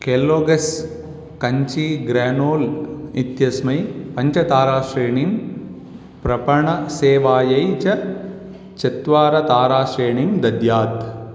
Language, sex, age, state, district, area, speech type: Sanskrit, male, 18-30, Telangana, Vikarabad, urban, read